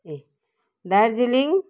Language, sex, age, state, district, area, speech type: Nepali, female, 60+, West Bengal, Kalimpong, rural, spontaneous